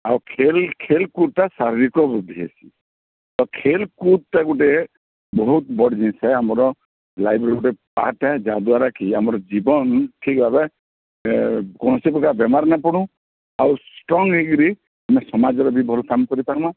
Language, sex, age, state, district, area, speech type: Odia, male, 45-60, Odisha, Bargarh, urban, conversation